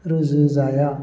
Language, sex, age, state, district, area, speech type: Bodo, male, 45-60, Assam, Baksa, urban, spontaneous